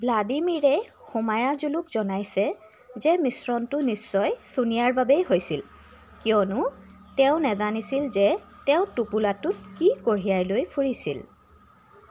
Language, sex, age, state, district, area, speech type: Assamese, female, 45-60, Assam, Tinsukia, rural, read